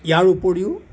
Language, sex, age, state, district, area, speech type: Assamese, male, 60+, Assam, Lakhimpur, rural, spontaneous